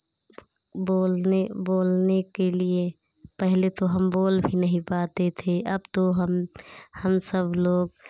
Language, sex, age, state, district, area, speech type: Hindi, female, 30-45, Uttar Pradesh, Pratapgarh, rural, spontaneous